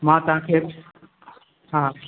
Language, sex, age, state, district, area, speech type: Sindhi, female, 60+, Maharashtra, Thane, urban, conversation